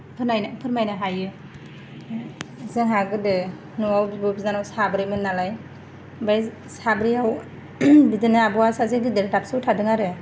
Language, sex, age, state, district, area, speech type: Bodo, female, 30-45, Assam, Kokrajhar, rural, spontaneous